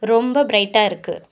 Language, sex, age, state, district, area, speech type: Tamil, female, 45-60, Tamil Nadu, Cuddalore, rural, read